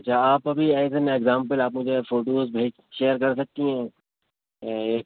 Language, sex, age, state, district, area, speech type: Urdu, male, 18-30, Uttar Pradesh, Rampur, urban, conversation